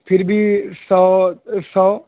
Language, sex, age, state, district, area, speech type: Urdu, male, 18-30, Bihar, Purnia, rural, conversation